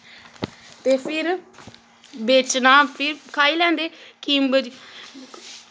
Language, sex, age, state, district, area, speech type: Dogri, female, 18-30, Jammu and Kashmir, Samba, rural, spontaneous